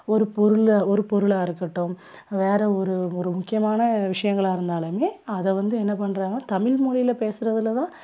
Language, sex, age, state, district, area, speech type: Tamil, female, 18-30, Tamil Nadu, Thoothukudi, rural, spontaneous